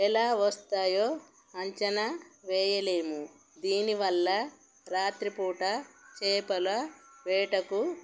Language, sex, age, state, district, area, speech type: Telugu, female, 45-60, Telangana, Peddapalli, rural, spontaneous